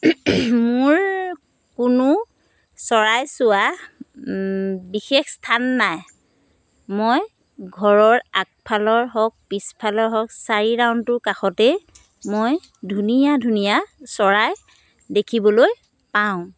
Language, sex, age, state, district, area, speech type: Assamese, female, 30-45, Assam, Dhemaji, rural, spontaneous